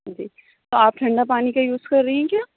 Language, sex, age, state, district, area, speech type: Urdu, female, 18-30, Uttar Pradesh, Aligarh, urban, conversation